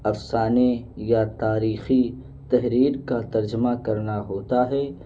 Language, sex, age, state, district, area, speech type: Urdu, male, 18-30, Uttar Pradesh, Balrampur, rural, spontaneous